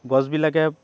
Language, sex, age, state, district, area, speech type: Assamese, male, 18-30, Assam, Dibrugarh, rural, spontaneous